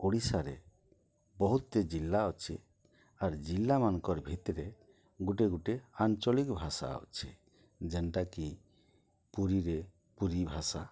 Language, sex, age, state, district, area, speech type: Odia, male, 60+, Odisha, Boudh, rural, spontaneous